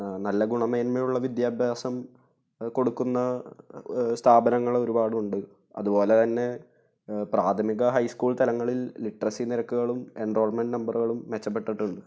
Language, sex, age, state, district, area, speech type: Malayalam, male, 18-30, Kerala, Thrissur, urban, spontaneous